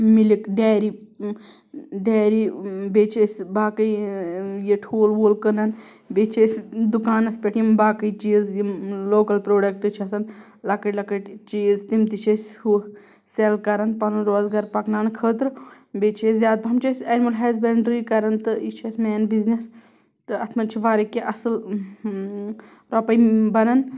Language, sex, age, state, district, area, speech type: Kashmiri, female, 30-45, Jammu and Kashmir, Shopian, urban, spontaneous